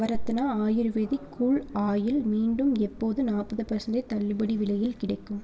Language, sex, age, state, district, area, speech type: Tamil, female, 18-30, Tamil Nadu, Erode, rural, read